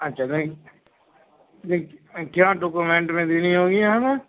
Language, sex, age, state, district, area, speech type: Urdu, male, 60+, Delhi, Central Delhi, rural, conversation